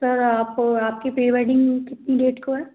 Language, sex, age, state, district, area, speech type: Hindi, female, 18-30, Madhya Pradesh, Gwalior, urban, conversation